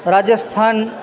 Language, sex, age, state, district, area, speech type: Gujarati, male, 30-45, Gujarat, Junagadh, rural, spontaneous